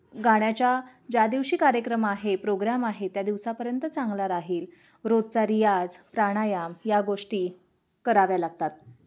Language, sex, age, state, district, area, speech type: Marathi, female, 30-45, Maharashtra, Kolhapur, urban, spontaneous